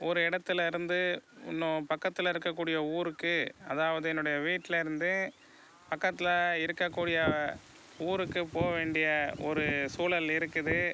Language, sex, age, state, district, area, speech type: Tamil, male, 45-60, Tamil Nadu, Pudukkottai, rural, spontaneous